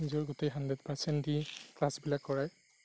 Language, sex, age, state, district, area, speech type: Assamese, male, 45-60, Assam, Darrang, rural, spontaneous